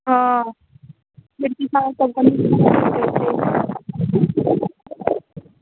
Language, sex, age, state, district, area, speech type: Maithili, female, 18-30, Bihar, Madhubani, rural, conversation